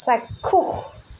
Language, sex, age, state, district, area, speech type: Assamese, female, 60+, Assam, Tinsukia, urban, read